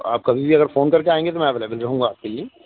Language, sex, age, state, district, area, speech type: Urdu, male, 45-60, Delhi, East Delhi, urban, conversation